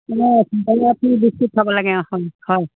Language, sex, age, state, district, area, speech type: Assamese, female, 60+, Assam, Dibrugarh, rural, conversation